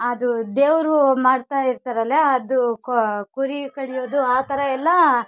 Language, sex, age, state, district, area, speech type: Kannada, female, 18-30, Karnataka, Vijayanagara, rural, spontaneous